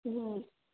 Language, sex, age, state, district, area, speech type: Gujarati, female, 30-45, Gujarat, Kheda, urban, conversation